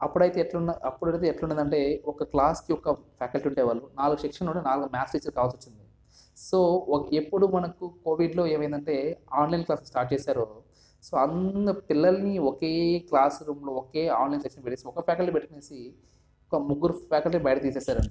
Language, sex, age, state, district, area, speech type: Telugu, male, 18-30, Andhra Pradesh, Sri Balaji, rural, spontaneous